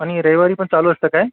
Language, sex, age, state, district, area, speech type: Marathi, male, 45-60, Maharashtra, Mumbai City, urban, conversation